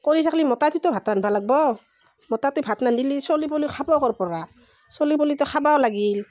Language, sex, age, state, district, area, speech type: Assamese, female, 45-60, Assam, Barpeta, rural, spontaneous